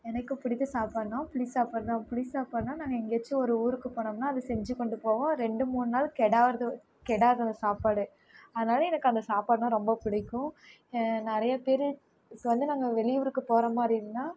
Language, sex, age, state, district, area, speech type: Tamil, female, 18-30, Tamil Nadu, Namakkal, rural, spontaneous